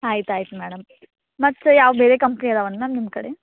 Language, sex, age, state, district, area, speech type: Kannada, female, 18-30, Karnataka, Dharwad, rural, conversation